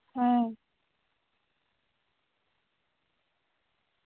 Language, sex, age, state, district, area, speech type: Santali, female, 18-30, West Bengal, Bankura, rural, conversation